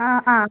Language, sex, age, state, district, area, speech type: Malayalam, female, 18-30, Kerala, Malappuram, rural, conversation